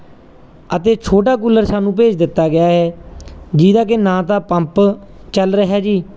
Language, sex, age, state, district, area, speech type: Punjabi, male, 30-45, Punjab, Mansa, urban, spontaneous